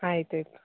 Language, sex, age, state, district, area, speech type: Kannada, female, 18-30, Karnataka, Dakshina Kannada, rural, conversation